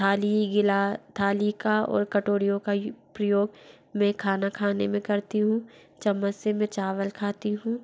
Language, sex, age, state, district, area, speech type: Hindi, female, 60+, Madhya Pradesh, Bhopal, urban, spontaneous